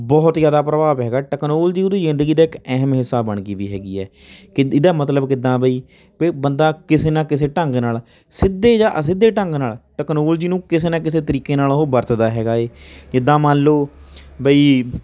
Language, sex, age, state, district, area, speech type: Punjabi, male, 30-45, Punjab, Hoshiarpur, rural, spontaneous